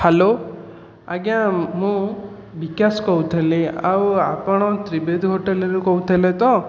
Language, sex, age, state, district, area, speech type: Odia, male, 18-30, Odisha, Khordha, rural, spontaneous